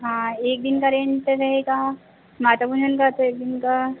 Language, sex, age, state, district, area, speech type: Hindi, female, 18-30, Madhya Pradesh, Harda, urban, conversation